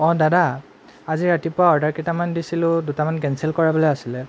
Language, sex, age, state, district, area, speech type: Assamese, male, 18-30, Assam, Golaghat, rural, spontaneous